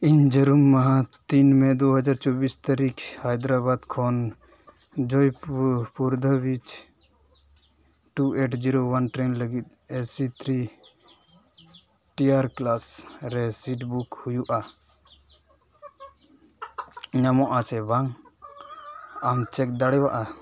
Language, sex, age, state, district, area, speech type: Santali, male, 18-30, West Bengal, Dakshin Dinajpur, rural, read